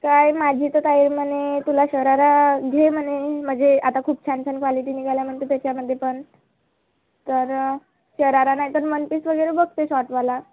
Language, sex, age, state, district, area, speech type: Marathi, female, 18-30, Maharashtra, Nagpur, rural, conversation